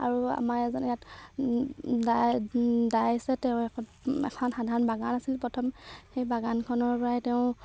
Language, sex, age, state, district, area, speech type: Assamese, female, 18-30, Assam, Sivasagar, rural, spontaneous